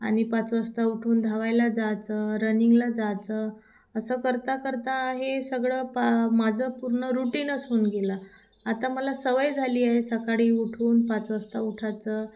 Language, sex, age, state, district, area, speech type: Marathi, female, 30-45, Maharashtra, Thane, urban, spontaneous